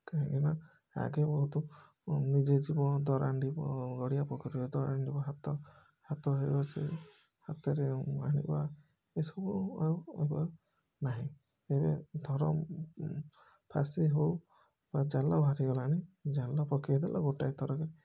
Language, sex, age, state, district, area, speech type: Odia, male, 30-45, Odisha, Puri, urban, spontaneous